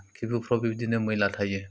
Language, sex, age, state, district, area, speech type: Bodo, male, 30-45, Assam, Chirang, rural, spontaneous